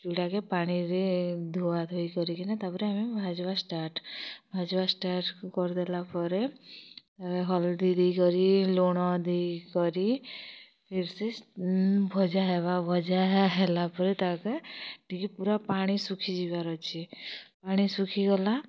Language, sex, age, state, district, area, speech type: Odia, female, 30-45, Odisha, Kalahandi, rural, spontaneous